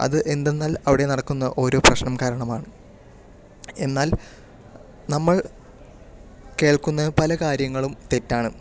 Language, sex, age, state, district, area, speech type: Malayalam, male, 18-30, Kerala, Palakkad, urban, spontaneous